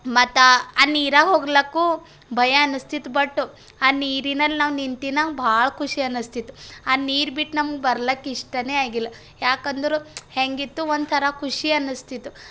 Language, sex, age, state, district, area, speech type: Kannada, female, 18-30, Karnataka, Bidar, urban, spontaneous